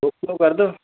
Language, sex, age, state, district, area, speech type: Hindi, male, 18-30, Madhya Pradesh, Seoni, urban, conversation